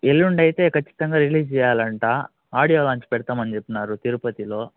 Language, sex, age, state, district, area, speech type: Telugu, male, 18-30, Andhra Pradesh, Chittoor, urban, conversation